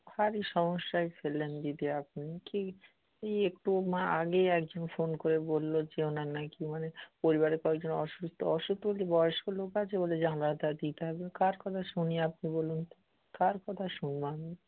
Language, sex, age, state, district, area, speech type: Bengali, male, 45-60, West Bengal, Darjeeling, urban, conversation